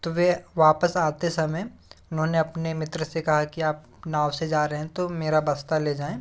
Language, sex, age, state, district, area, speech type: Hindi, male, 45-60, Madhya Pradesh, Bhopal, rural, spontaneous